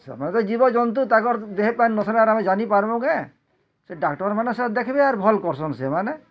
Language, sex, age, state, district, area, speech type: Odia, male, 60+, Odisha, Bargarh, urban, spontaneous